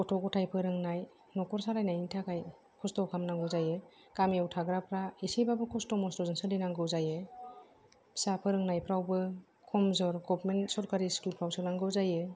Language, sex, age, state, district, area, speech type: Bodo, female, 45-60, Assam, Kokrajhar, urban, spontaneous